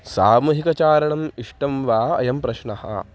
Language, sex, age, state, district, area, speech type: Sanskrit, male, 18-30, Maharashtra, Nagpur, urban, spontaneous